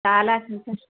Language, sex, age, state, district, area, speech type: Telugu, female, 60+, Andhra Pradesh, Krishna, rural, conversation